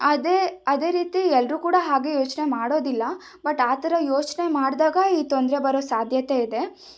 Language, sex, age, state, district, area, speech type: Kannada, female, 18-30, Karnataka, Shimoga, rural, spontaneous